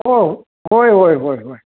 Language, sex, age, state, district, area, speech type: Marathi, male, 60+, Maharashtra, Kolhapur, urban, conversation